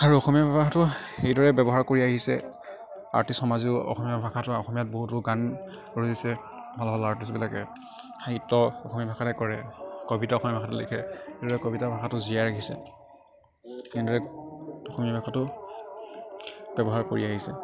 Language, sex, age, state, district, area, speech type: Assamese, male, 18-30, Assam, Kamrup Metropolitan, urban, spontaneous